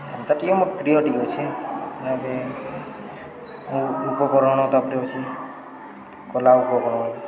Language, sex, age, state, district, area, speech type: Odia, male, 18-30, Odisha, Balangir, urban, spontaneous